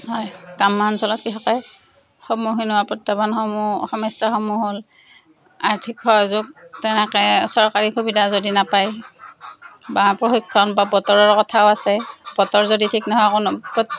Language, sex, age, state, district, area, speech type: Assamese, female, 45-60, Assam, Darrang, rural, spontaneous